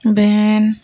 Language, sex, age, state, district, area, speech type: Santali, female, 45-60, Odisha, Mayurbhanj, rural, spontaneous